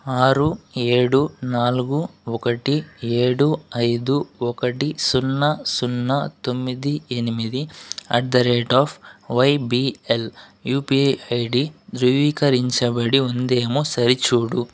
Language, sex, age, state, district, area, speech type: Telugu, male, 45-60, Andhra Pradesh, Chittoor, urban, read